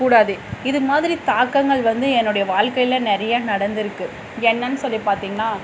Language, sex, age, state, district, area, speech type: Tamil, female, 45-60, Tamil Nadu, Dharmapuri, rural, spontaneous